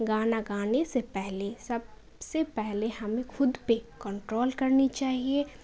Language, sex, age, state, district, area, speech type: Urdu, female, 18-30, Bihar, Khagaria, urban, spontaneous